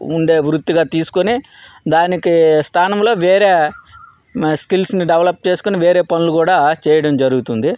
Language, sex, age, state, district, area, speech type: Telugu, male, 45-60, Andhra Pradesh, Vizianagaram, rural, spontaneous